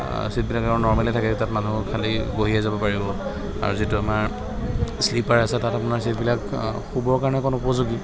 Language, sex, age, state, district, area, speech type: Assamese, male, 30-45, Assam, Sonitpur, urban, spontaneous